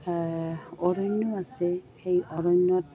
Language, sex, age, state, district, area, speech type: Assamese, female, 45-60, Assam, Goalpara, urban, spontaneous